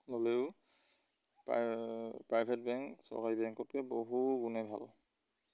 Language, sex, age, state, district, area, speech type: Assamese, male, 30-45, Assam, Lakhimpur, rural, spontaneous